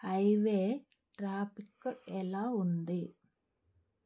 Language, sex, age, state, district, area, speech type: Telugu, female, 60+, Andhra Pradesh, Alluri Sitarama Raju, rural, read